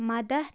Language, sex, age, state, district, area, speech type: Kashmiri, female, 30-45, Jammu and Kashmir, Budgam, rural, read